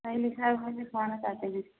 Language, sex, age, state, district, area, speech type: Hindi, female, 30-45, Uttar Pradesh, Prayagraj, rural, conversation